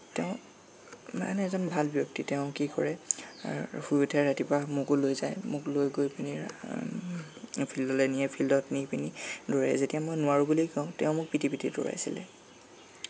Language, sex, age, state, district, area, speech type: Assamese, male, 18-30, Assam, Lakhimpur, rural, spontaneous